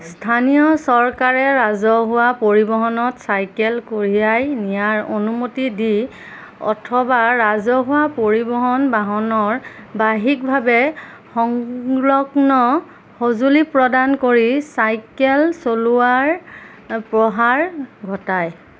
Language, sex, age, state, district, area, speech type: Assamese, female, 45-60, Assam, Golaghat, urban, read